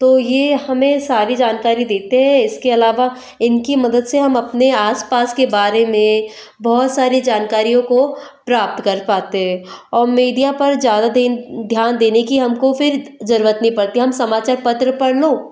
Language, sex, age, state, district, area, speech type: Hindi, female, 18-30, Madhya Pradesh, Betul, urban, spontaneous